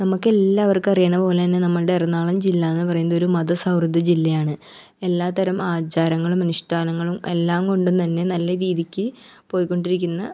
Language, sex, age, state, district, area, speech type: Malayalam, female, 18-30, Kerala, Ernakulam, rural, spontaneous